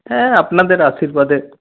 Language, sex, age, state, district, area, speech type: Bengali, male, 45-60, West Bengal, Paschim Bardhaman, urban, conversation